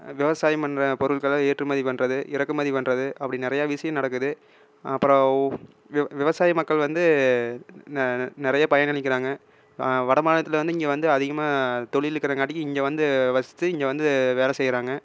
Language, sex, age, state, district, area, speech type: Tamil, male, 18-30, Tamil Nadu, Erode, rural, spontaneous